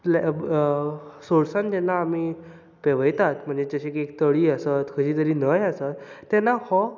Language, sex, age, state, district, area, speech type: Goan Konkani, male, 18-30, Goa, Bardez, urban, spontaneous